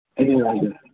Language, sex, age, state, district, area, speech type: Nepali, male, 18-30, West Bengal, Kalimpong, rural, conversation